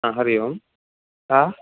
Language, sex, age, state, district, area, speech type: Sanskrit, male, 30-45, Karnataka, Uttara Kannada, rural, conversation